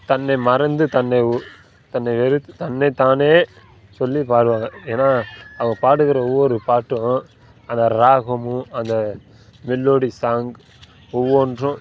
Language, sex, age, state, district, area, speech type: Tamil, male, 18-30, Tamil Nadu, Kallakurichi, rural, spontaneous